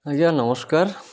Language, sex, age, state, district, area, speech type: Odia, male, 45-60, Odisha, Malkangiri, urban, spontaneous